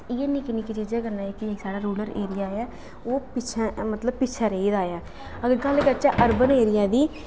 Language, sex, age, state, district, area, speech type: Dogri, female, 18-30, Jammu and Kashmir, Udhampur, rural, spontaneous